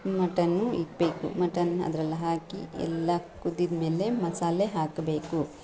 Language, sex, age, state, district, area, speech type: Kannada, female, 45-60, Karnataka, Bangalore Urban, urban, spontaneous